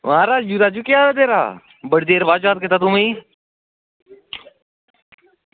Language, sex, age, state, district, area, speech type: Dogri, male, 18-30, Jammu and Kashmir, Samba, rural, conversation